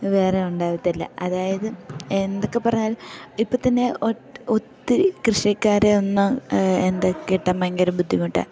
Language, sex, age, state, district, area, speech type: Malayalam, female, 18-30, Kerala, Idukki, rural, spontaneous